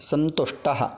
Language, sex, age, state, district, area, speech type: Sanskrit, male, 30-45, Karnataka, Bangalore Rural, urban, read